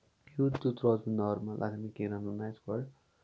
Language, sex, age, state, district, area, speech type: Kashmiri, male, 18-30, Jammu and Kashmir, Kupwara, rural, spontaneous